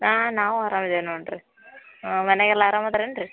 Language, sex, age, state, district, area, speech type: Kannada, female, 18-30, Karnataka, Dharwad, urban, conversation